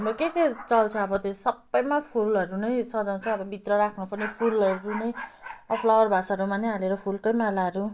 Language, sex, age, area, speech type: Nepali, female, 30-45, rural, spontaneous